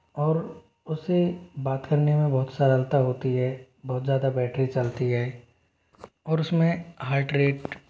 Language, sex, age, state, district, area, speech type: Hindi, male, 30-45, Rajasthan, Jaipur, urban, spontaneous